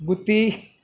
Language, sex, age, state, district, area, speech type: Telugu, male, 60+, Telangana, Hyderabad, urban, spontaneous